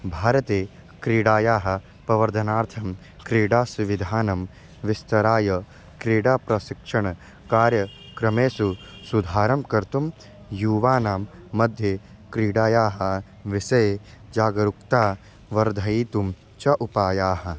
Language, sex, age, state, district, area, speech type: Sanskrit, male, 18-30, Bihar, East Champaran, urban, spontaneous